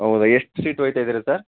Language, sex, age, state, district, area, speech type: Kannada, male, 30-45, Karnataka, Chamarajanagar, rural, conversation